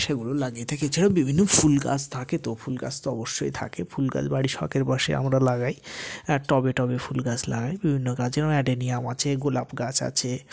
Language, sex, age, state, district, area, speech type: Bengali, male, 45-60, West Bengal, North 24 Parganas, rural, spontaneous